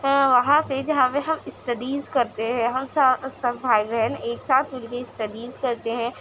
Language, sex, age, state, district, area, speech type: Urdu, female, 18-30, Uttar Pradesh, Gautam Buddha Nagar, rural, spontaneous